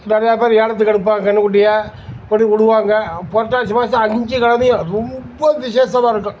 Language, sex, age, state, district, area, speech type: Tamil, male, 60+, Tamil Nadu, Tiruchirappalli, rural, spontaneous